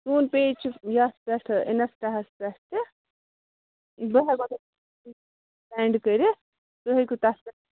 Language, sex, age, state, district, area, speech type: Kashmiri, female, 18-30, Jammu and Kashmir, Ganderbal, rural, conversation